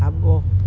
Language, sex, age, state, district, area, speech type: Sindhi, female, 60+, Delhi, South Delhi, rural, read